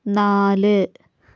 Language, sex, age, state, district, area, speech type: Malayalam, female, 30-45, Kerala, Kozhikode, urban, read